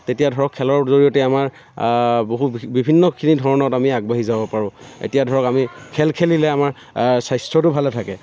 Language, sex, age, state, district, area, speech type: Assamese, male, 30-45, Assam, Dhemaji, rural, spontaneous